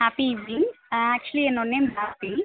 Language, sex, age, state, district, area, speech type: Tamil, female, 30-45, Tamil Nadu, Viluppuram, rural, conversation